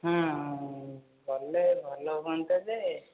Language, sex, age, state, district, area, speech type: Odia, male, 18-30, Odisha, Dhenkanal, rural, conversation